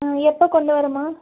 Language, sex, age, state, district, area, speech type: Tamil, female, 30-45, Tamil Nadu, Nilgiris, urban, conversation